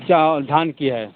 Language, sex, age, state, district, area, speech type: Hindi, male, 60+, Uttar Pradesh, Mau, urban, conversation